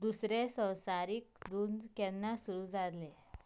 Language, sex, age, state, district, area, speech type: Goan Konkani, female, 18-30, Goa, Canacona, rural, read